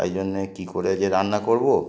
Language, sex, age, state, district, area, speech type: Bengali, male, 60+, West Bengal, Darjeeling, urban, spontaneous